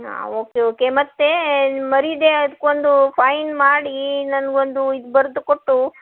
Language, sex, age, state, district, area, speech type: Kannada, female, 45-60, Karnataka, Shimoga, rural, conversation